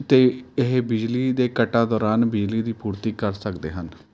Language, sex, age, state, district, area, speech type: Punjabi, male, 30-45, Punjab, Mohali, urban, spontaneous